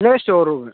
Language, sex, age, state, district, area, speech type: Malayalam, male, 18-30, Kerala, Palakkad, rural, conversation